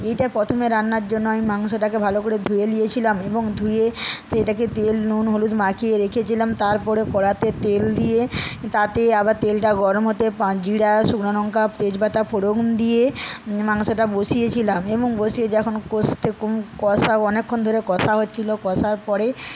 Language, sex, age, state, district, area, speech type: Bengali, female, 30-45, West Bengal, Paschim Medinipur, rural, spontaneous